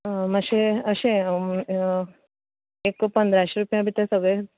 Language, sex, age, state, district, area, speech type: Goan Konkani, female, 18-30, Goa, Canacona, rural, conversation